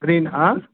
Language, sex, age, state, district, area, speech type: Kannada, male, 30-45, Karnataka, Koppal, rural, conversation